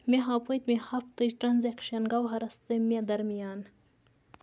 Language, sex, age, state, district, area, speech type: Kashmiri, female, 18-30, Jammu and Kashmir, Budgam, rural, read